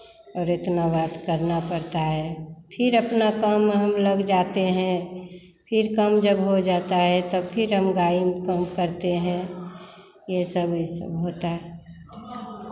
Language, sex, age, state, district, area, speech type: Hindi, female, 45-60, Bihar, Begusarai, rural, spontaneous